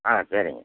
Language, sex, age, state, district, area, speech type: Tamil, male, 60+, Tamil Nadu, Namakkal, rural, conversation